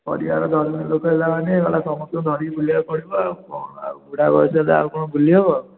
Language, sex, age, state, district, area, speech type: Odia, male, 18-30, Odisha, Puri, urban, conversation